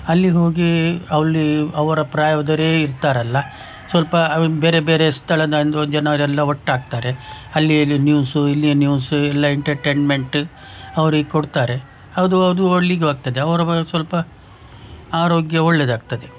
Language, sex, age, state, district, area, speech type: Kannada, male, 60+, Karnataka, Udupi, rural, spontaneous